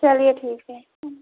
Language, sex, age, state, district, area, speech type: Hindi, female, 30-45, Uttar Pradesh, Jaunpur, rural, conversation